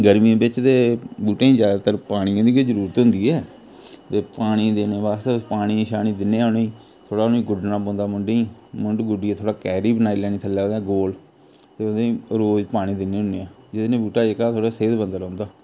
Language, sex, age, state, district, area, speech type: Dogri, male, 30-45, Jammu and Kashmir, Jammu, rural, spontaneous